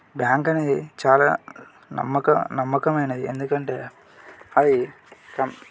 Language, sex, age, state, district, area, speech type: Telugu, male, 18-30, Telangana, Yadadri Bhuvanagiri, urban, spontaneous